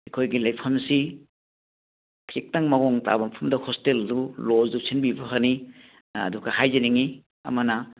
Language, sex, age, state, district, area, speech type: Manipuri, male, 60+, Manipur, Churachandpur, urban, conversation